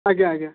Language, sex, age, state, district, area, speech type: Odia, male, 30-45, Odisha, Sundergarh, urban, conversation